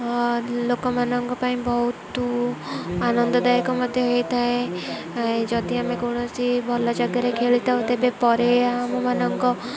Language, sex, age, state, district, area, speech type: Odia, female, 18-30, Odisha, Jagatsinghpur, rural, spontaneous